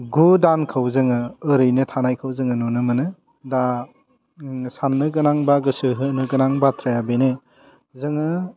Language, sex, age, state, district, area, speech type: Bodo, male, 30-45, Assam, Udalguri, urban, spontaneous